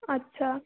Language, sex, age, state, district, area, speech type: Hindi, female, 30-45, Madhya Pradesh, Balaghat, rural, conversation